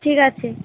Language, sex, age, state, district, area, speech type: Bengali, female, 18-30, West Bengal, Purba Bardhaman, urban, conversation